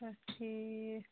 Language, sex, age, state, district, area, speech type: Kashmiri, female, 18-30, Jammu and Kashmir, Budgam, rural, conversation